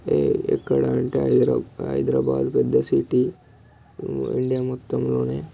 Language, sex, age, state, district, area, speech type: Telugu, male, 18-30, Telangana, Nirmal, urban, spontaneous